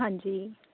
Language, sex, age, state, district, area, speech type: Punjabi, female, 18-30, Punjab, Tarn Taran, rural, conversation